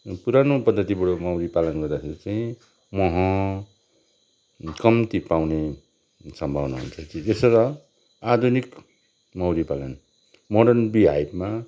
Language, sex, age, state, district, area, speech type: Nepali, male, 45-60, West Bengal, Darjeeling, rural, spontaneous